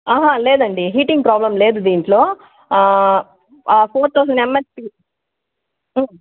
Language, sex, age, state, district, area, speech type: Telugu, female, 60+, Andhra Pradesh, Sri Balaji, urban, conversation